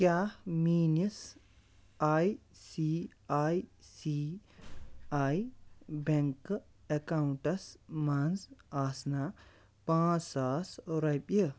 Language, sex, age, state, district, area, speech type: Kashmiri, male, 60+, Jammu and Kashmir, Baramulla, rural, read